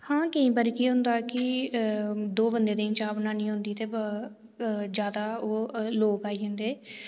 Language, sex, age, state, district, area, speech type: Dogri, female, 18-30, Jammu and Kashmir, Reasi, rural, spontaneous